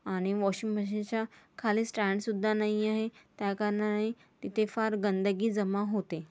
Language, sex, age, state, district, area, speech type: Marathi, female, 30-45, Maharashtra, Yavatmal, rural, spontaneous